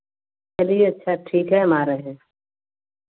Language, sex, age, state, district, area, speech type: Hindi, female, 30-45, Uttar Pradesh, Varanasi, rural, conversation